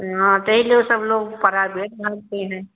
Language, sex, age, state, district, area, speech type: Hindi, female, 60+, Uttar Pradesh, Ayodhya, rural, conversation